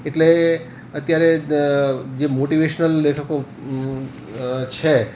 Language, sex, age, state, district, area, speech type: Gujarati, male, 60+, Gujarat, Rajkot, urban, spontaneous